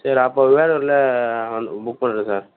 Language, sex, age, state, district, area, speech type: Tamil, male, 18-30, Tamil Nadu, Vellore, urban, conversation